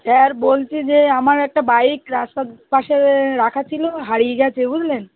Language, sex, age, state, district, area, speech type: Bengali, female, 30-45, West Bengal, Birbhum, urban, conversation